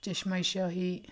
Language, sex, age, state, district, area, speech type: Kashmiri, female, 30-45, Jammu and Kashmir, Anantnag, rural, spontaneous